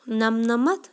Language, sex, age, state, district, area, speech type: Kashmiri, female, 30-45, Jammu and Kashmir, Shopian, urban, spontaneous